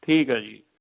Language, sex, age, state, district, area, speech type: Punjabi, male, 45-60, Punjab, Fatehgarh Sahib, rural, conversation